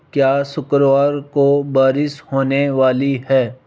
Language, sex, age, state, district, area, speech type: Hindi, male, 18-30, Rajasthan, Jaipur, urban, read